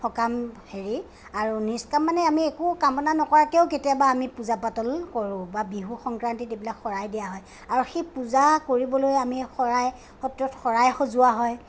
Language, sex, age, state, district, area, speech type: Assamese, female, 45-60, Assam, Kamrup Metropolitan, urban, spontaneous